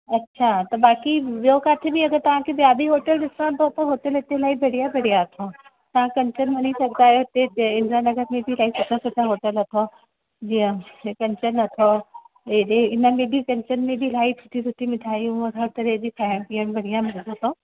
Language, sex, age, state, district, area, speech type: Sindhi, female, 45-60, Uttar Pradesh, Lucknow, urban, conversation